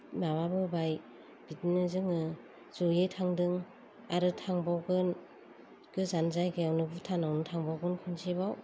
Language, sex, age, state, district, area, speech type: Bodo, female, 45-60, Assam, Kokrajhar, rural, spontaneous